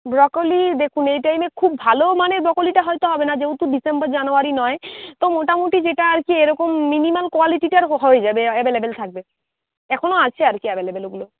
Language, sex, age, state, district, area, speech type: Bengali, female, 18-30, West Bengal, Uttar Dinajpur, rural, conversation